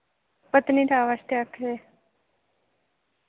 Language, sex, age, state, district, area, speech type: Dogri, female, 18-30, Jammu and Kashmir, Reasi, rural, conversation